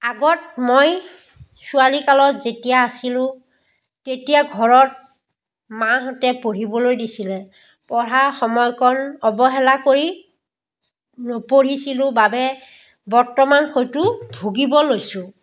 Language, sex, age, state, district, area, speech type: Assamese, female, 45-60, Assam, Biswanath, rural, spontaneous